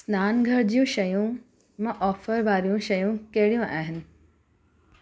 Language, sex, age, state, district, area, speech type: Sindhi, female, 30-45, Gujarat, Surat, urban, read